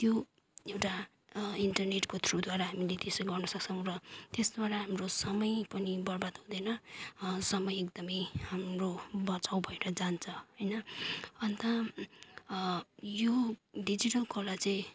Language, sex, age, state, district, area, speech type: Nepali, female, 30-45, West Bengal, Kalimpong, rural, spontaneous